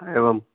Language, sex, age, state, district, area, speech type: Sanskrit, male, 60+, Maharashtra, Wardha, urban, conversation